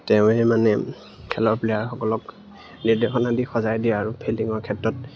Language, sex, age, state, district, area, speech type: Assamese, male, 18-30, Assam, Lakhimpur, urban, spontaneous